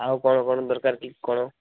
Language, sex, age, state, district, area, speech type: Odia, male, 18-30, Odisha, Malkangiri, urban, conversation